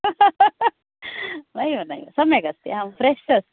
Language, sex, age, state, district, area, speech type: Sanskrit, female, 45-60, Karnataka, Uttara Kannada, urban, conversation